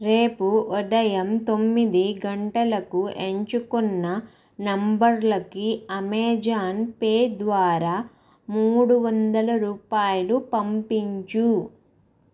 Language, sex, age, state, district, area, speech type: Telugu, female, 18-30, Andhra Pradesh, Konaseema, rural, read